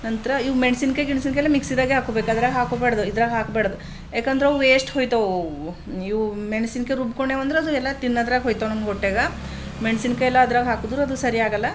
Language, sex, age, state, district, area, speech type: Kannada, female, 45-60, Karnataka, Bidar, urban, spontaneous